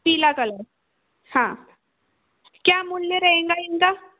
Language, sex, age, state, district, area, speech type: Hindi, female, 18-30, Madhya Pradesh, Betul, urban, conversation